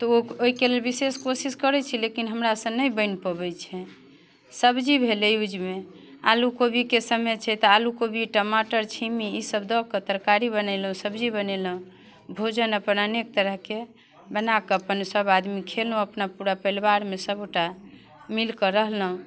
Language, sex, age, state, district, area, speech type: Maithili, female, 45-60, Bihar, Muzaffarpur, urban, spontaneous